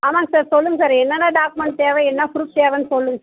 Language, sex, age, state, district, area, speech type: Tamil, female, 30-45, Tamil Nadu, Dharmapuri, rural, conversation